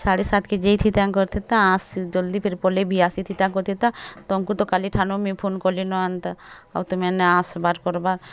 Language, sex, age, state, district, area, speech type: Odia, female, 30-45, Odisha, Bargarh, urban, spontaneous